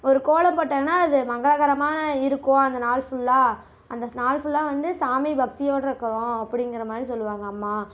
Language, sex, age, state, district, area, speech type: Tamil, female, 18-30, Tamil Nadu, Namakkal, rural, spontaneous